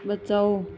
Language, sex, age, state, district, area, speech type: Hindi, female, 18-30, Rajasthan, Nagaur, rural, read